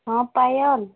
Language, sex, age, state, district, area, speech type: Odia, female, 18-30, Odisha, Nuapada, urban, conversation